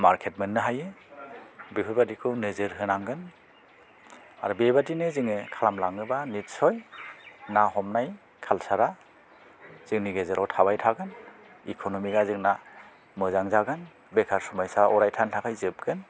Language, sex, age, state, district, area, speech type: Bodo, male, 60+, Assam, Kokrajhar, rural, spontaneous